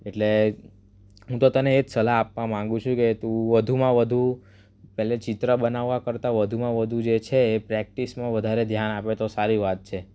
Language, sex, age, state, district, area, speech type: Gujarati, male, 18-30, Gujarat, Surat, urban, spontaneous